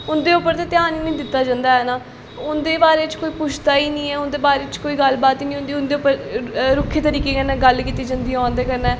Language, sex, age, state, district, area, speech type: Dogri, female, 18-30, Jammu and Kashmir, Jammu, rural, spontaneous